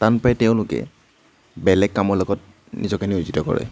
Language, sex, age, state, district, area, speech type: Assamese, male, 18-30, Assam, Nagaon, rural, spontaneous